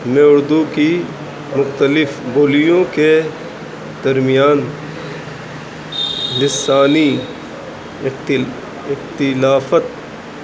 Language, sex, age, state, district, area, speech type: Urdu, male, 18-30, Uttar Pradesh, Rampur, urban, spontaneous